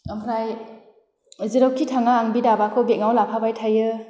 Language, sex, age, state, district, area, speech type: Bodo, female, 30-45, Assam, Chirang, rural, spontaneous